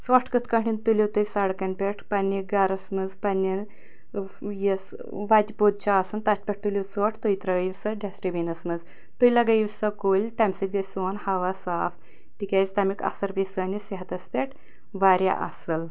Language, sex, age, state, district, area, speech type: Kashmiri, female, 30-45, Jammu and Kashmir, Anantnag, rural, spontaneous